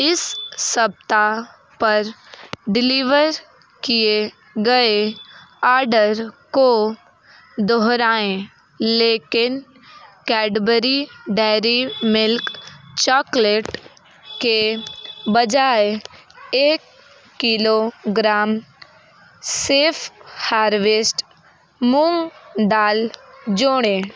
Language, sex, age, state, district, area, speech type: Hindi, female, 18-30, Uttar Pradesh, Sonbhadra, rural, read